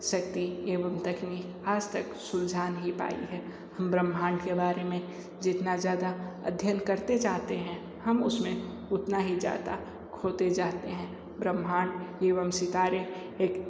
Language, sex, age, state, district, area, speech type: Hindi, male, 60+, Uttar Pradesh, Sonbhadra, rural, spontaneous